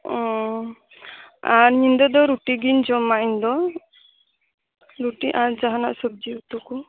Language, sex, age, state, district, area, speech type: Santali, female, 18-30, West Bengal, Birbhum, rural, conversation